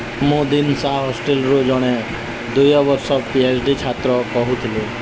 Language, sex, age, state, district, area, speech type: Odia, male, 30-45, Odisha, Nuapada, urban, read